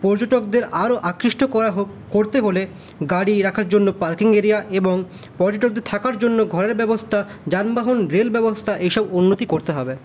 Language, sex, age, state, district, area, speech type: Bengali, male, 18-30, West Bengal, Paschim Bardhaman, rural, spontaneous